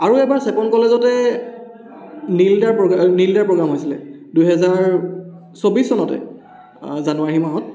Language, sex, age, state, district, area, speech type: Assamese, male, 18-30, Assam, Charaideo, urban, spontaneous